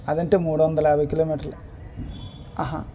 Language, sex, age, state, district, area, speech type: Telugu, male, 30-45, Andhra Pradesh, Bapatla, urban, spontaneous